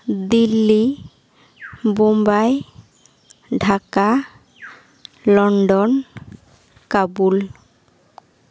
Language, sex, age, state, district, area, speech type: Santali, female, 18-30, West Bengal, Bankura, rural, spontaneous